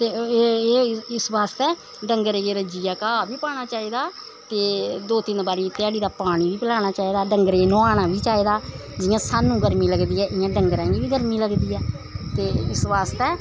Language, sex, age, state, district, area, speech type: Dogri, female, 60+, Jammu and Kashmir, Samba, rural, spontaneous